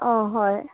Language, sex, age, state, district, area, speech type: Assamese, female, 18-30, Assam, Sivasagar, rural, conversation